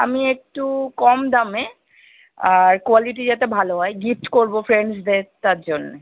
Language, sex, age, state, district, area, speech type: Bengali, female, 30-45, West Bengal, Kolkata, urban, conversation